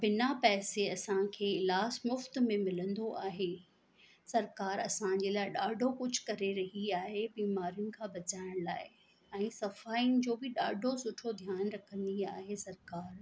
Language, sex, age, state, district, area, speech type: Sindhi, female, 45-60, Rajasthan, Ajmer, urban, spontaneous